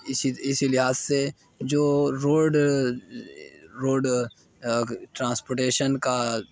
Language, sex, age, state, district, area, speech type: Urdu, male, 30-45, Uttar Pradesh, Lucknow, urban, spontaneous